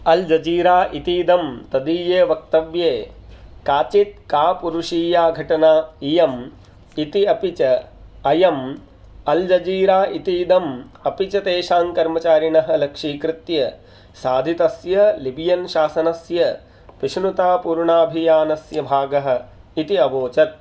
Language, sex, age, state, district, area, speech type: Sanskrit, male, 45-60, Madhya Pradesh, Indore, rural, read